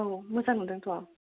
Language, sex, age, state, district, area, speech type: Bodo, female, 18-30, Assam, Kokrajhar, rural, conversation